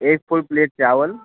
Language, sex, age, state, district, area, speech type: Hindi, male, 45-60, Uttar Pradesh, Lucknow, rural, conversation